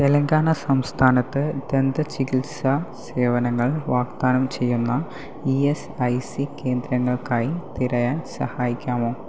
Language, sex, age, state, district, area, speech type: Malayalam, male, 18-30, Kerala, Palakkad, rural, read